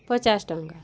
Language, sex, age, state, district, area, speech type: Odia, female, 30-45, Odisha, Bargarh, urban, spontaneous